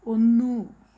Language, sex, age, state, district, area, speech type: Malayalam, female, 45-60, Kerala, Malappuram, rural, read